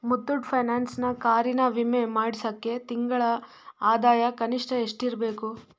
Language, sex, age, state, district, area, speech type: Kannada, female, 18-30, Karnataka, Chitradurga, rural, read